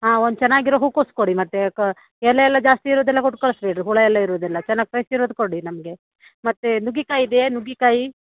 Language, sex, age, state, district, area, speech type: Kannada, female, 30-45, Karnataka, Uttara Kannada, rural, conversation